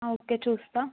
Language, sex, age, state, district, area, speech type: Telugu, female, 18-30, Telangana, Narayanpet, rural, conversation